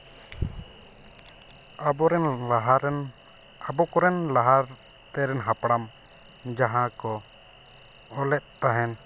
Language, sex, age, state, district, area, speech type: Santali, male, 18-30, West Bengal, Purulia, rural, spontaneous